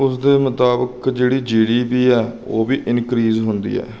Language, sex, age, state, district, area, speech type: Punjabi, male, 30-45, Punjab, Mansa, urban, spontaneous